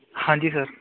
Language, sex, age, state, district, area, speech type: Punjabi, male, 18-30, Punjab, Kapurthala, urban, conversation